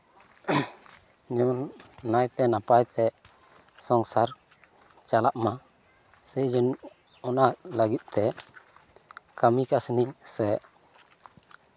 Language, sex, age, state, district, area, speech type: Santali, male, 18-30, West Bengal, Bankura, rural, spontaneous